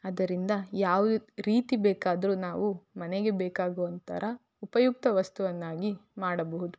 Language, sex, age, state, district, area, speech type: Kannada, female, 18-30, Karnataka, Davanagere, rural, spontaneous